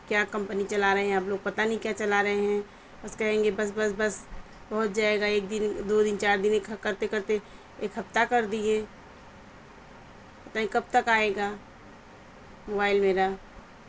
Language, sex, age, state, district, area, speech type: Urdu, female, 30-45, Uttar Pradesh, Mirzapur, rural, spontaneous